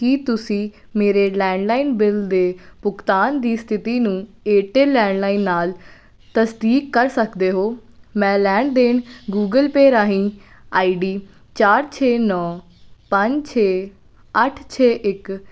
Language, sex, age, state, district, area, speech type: Punjabi, female, 18-30, Punjab, Jalandhar, urban, read